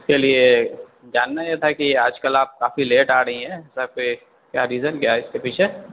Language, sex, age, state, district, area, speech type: Urdu, male, 18-30, Bihar, Darbhanga, urban, conversation